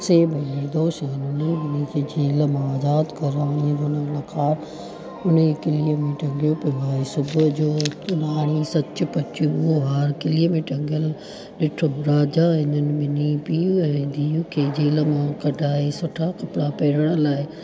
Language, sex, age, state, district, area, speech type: Sindhi, female, 30-45, Gujarat, Junagadh, rural, spontaneous